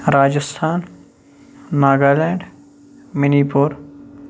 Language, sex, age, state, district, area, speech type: Kashmiri, male, 45-60, Jammu and Kashmir, Shopian, urban, spontaneous